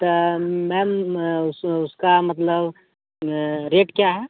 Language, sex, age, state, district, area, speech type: Hindi, male, 18-30, Bihar, Muzaffarpur, urban, conversation